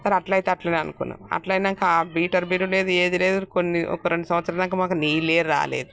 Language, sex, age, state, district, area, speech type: Telugu, female, 60+, Telangana, Peddapalli, rural, spontaneous